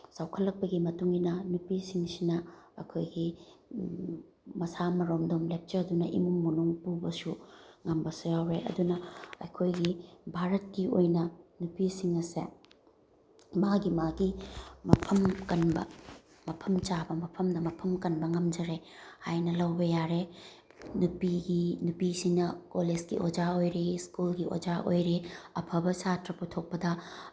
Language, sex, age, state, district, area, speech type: Manipuri, female, 30-45, Manipur, Bishnupur, rural, spontaneous